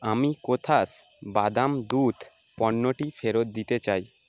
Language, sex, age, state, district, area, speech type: Bengali, male, 18-30, West Bengal, North 24 Parganas, urban, read